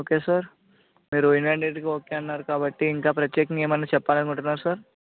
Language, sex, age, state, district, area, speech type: Telugu, male, 18-30, Andhra Pradesh, Eluru, urban, conversation